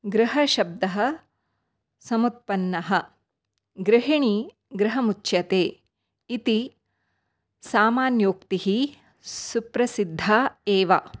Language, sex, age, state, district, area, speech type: Sanskrit, female, 30-45, Karnataka, Dakshina Kannada, urban, spontaneous